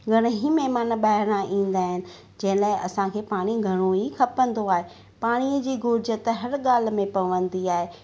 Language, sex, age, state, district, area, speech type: Sindhi, female, 30-45, Maharashtra, Thane, urban, spontaneous